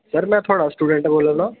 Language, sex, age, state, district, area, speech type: Dogri, male, 18-30, Jammu and Kashmir, Udhampur, rural, conversation